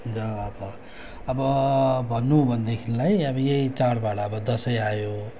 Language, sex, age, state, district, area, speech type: Nepali, male, 45-60, West Bengal, Darjeeling, rural, spontaneous